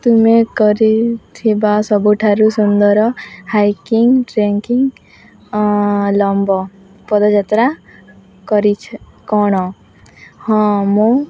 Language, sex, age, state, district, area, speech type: Odia, female, 18-30, Odisha, Nuapada, urban, spontaneous